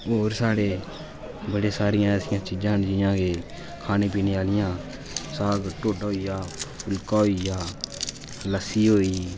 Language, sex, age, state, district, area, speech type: Dogri, male, 18-30, Jammu and Kashmir, Udhampur, urban, spontaneous